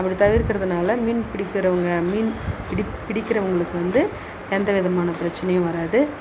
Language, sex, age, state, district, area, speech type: Tamil, female, 60+, Tamil Nadu, Dharmapuri, rural, spontaneous